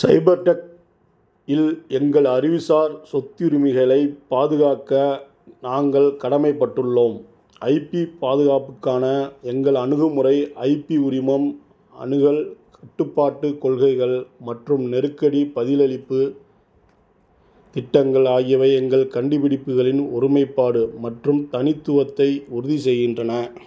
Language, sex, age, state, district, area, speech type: Tamil, male, 45-60, Tamil Nadu, Tiruchirappalli, rural, read